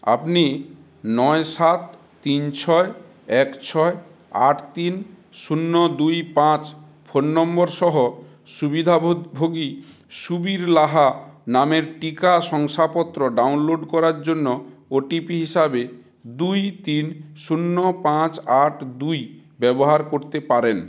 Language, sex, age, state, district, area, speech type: Bengali, male, 60+, West Bengal, South 24 Parganas, rural, read